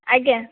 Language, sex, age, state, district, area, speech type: Odia, female, 30-45, Odisha, Dhenkanal, rural, conversation